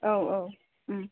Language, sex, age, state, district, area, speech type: Bodo, female, 30-45, Assam, Kokrajhar, rural, conversation